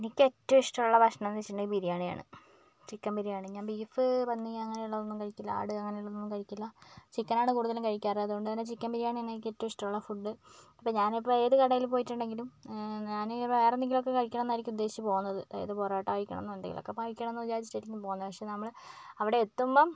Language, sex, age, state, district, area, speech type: Malayalam, female, 30-45, Kerala, Kozhikode, urban, spontaneous